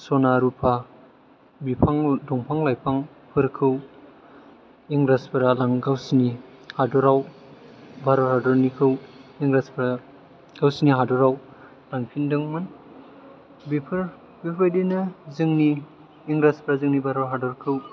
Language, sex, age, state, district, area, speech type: Bodo, male, 18-30, Assam, Chirang, urban, spontaneous